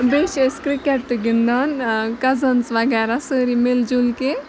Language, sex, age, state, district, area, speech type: Kashmiri, female, 18-30, Jammu and Kashmir, Ganderbal, rural, spontaneous